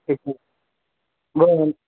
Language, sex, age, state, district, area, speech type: Tamil, male, 18-30, Tamil Nadu, Namakkal, rural, conversation